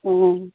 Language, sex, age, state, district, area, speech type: Assamese, female, 60+, Assam, Dibrugarh, rural, conversation